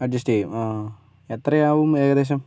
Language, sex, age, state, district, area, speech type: Malayalam, male, 18-30, Kerala, Kozhikode, urban, spontaneous